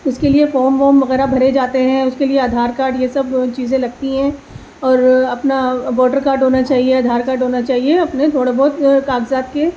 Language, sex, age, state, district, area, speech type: Urdu, female, 30-45, Delhi, East Delhi, rural, spontaneous